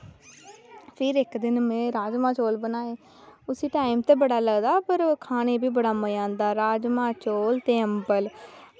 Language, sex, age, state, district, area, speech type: Dogri, female, 18-30, Jammu and Kashmir, Samba, rural, spontaneous